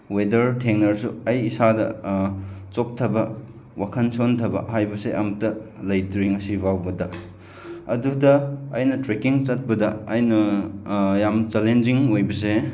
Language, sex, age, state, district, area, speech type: Manipuri, male, 30-45, Manipur, Chandel, rural, spontaneous